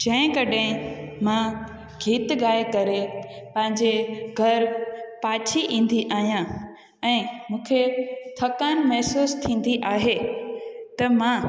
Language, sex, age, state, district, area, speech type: Sindhi, female, 18-30, Gujarat, Junagadh, urban, spontaneous